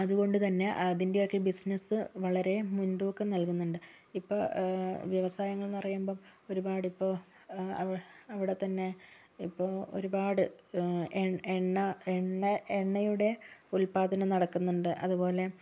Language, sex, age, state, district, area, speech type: Malayalam, female, 18-30, Kerala, Kozhikode, urban, spontaneous